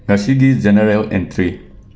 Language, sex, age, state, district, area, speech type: Manipuri, male, 18-30, Manipur, Imphal West, rural, read